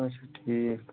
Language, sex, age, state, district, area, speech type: Kashmiri, male, 45-60, Jammu and Kashmir, Ganderbal, rural, conversation